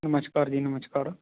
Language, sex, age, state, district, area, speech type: Punjabi, male, 30-45, Punjab, Fazilka, rural, conversation